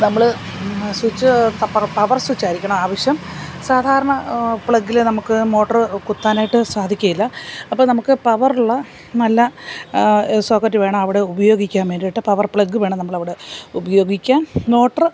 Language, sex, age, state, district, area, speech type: Malayalam, female, 60+, Kerala, Alappuzha, rural, spontaneous